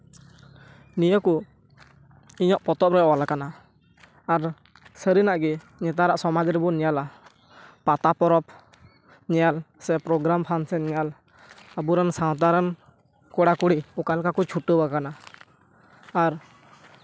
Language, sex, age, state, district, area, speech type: Santali, male, 18-30, West Bengal, Purba Bardhaman, rural, spontaneous